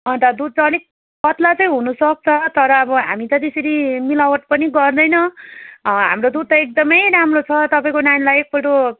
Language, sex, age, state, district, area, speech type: Nepali, female, 30-45, West Bengal, Darjeeling, rural, conversation